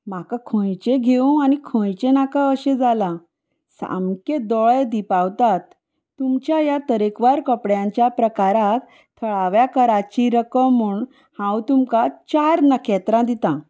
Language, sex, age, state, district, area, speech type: Goan Konkani, female, 30-45, Goa, Salcete, rural, spontaneous